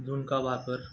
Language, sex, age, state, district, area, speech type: Marathi, male, 30-45, Maharashtra, Osmanabad, rural, spontaneous